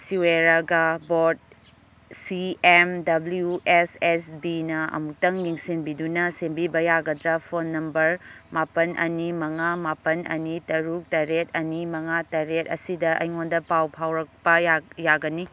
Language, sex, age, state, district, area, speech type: Manipuri, female, 30-45, Manipur, Kangpokpi, urban, read